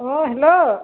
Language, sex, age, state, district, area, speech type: Assamese, female, 45-60, Assam, Golaghat, urban, conversation